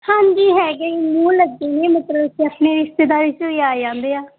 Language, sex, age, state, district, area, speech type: Punjabi, female, 18-30, Punjab, Mansa, rural, conversation